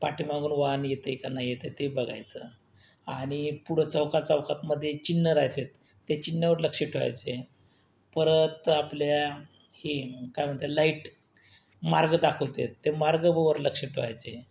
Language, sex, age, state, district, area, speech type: Marathi, male, 30-45, Maharashtra, Buldhana, rural, spontaneous